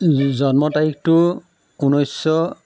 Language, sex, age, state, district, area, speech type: Assamese, male, 45-60, Assam, Majuli, rural, spontaneous